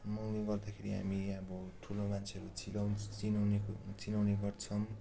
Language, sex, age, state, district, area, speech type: Nepali, male, 18-30, West Bengal, Darjeeling, rural, spontaneous